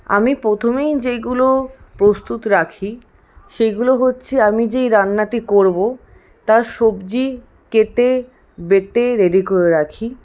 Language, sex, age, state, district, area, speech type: Bengali, female, 60+, West Bengal, Paschim Bardhaman, rural, spontaneous